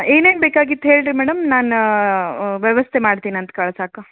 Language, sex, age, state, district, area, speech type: Kannada, female, 30-45, Karnataka, Koppal, rural, conversation